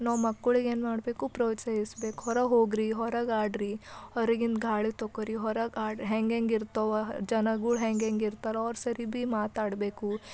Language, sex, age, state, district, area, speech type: Kannada, female, 18-30, Karnataka, Bidar, urban, spontaneous